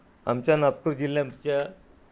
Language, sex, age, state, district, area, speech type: Marathi, male, 60+, Maharashtra, Nagpur, urban, spontaneous